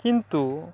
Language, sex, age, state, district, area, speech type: Odia, male, 18-30, Odisha, Balangir, urban, spontaneous